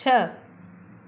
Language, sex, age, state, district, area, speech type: Sindhi, female, 45-60, Maharashtra, Thane, urban, read